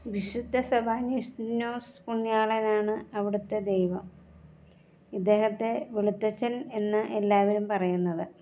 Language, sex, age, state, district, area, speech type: Malayalam, female, 45-60, Kerala, Alappuzha, rural, spontaneous